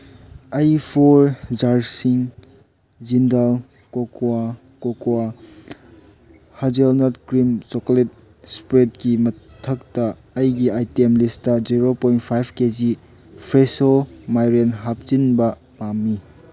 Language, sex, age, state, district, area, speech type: Manipuri, male, 18-30, Manipur, Churachandpur, rural, read